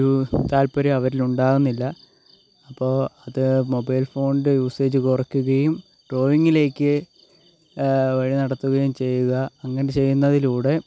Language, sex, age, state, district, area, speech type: Malayalam, male, 18-30, Kerala, Kottayam, rural, spontaneous